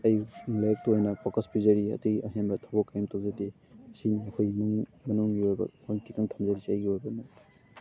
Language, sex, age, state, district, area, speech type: Manipuri, male, 18-30, Manipur, Thoubal, rural, spontaneous